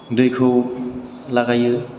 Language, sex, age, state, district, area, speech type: Bodo, male, 18-30, Assam, Chirang, urban, spontaneous